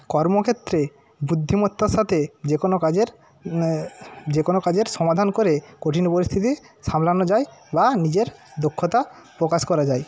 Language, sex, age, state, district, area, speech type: Bengali, male, 30-45, West Bengal, Paschim Medinipur, rural, spontaneous